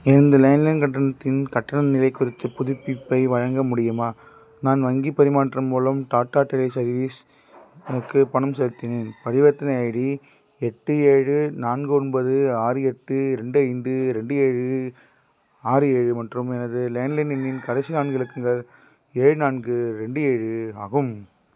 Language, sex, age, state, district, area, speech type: Tamil, male, 18-30, Tamil Nadu, Tiruppur, rural, read